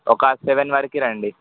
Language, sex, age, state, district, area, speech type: Telugu, male, 18-30, Telangana, Sangareddy, urban, conversation